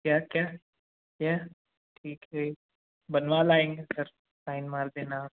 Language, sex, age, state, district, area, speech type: Hindi, male, 18-30, Madhya Pradesh, Jabalpur, urban, conversation